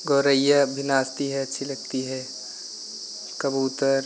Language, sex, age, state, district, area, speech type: Hindi, male, 18-30, Uttar Pradesh, Pratapgarh, rural, spontaneous